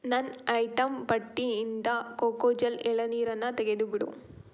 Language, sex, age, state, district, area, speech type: Kannada, female, 18-30, Karnataka, Tumkur, rural, read